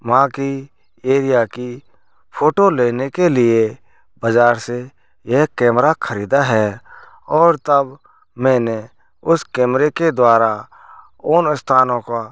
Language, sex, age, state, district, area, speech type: Hindi, male, 30-45, Rajasthan, Bharatpur, rural, spontaneous